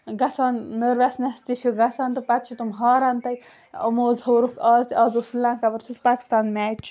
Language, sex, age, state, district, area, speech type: Kashmiri, female, 30-45, Jammu and Kashmir, Baramulla, urban, spontaneous